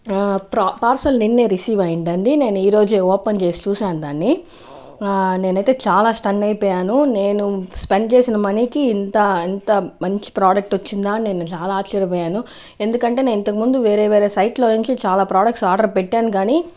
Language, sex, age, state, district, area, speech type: Telugu, female, 30-45, Andhra Pradesh, Chittoor, urban, spontaneous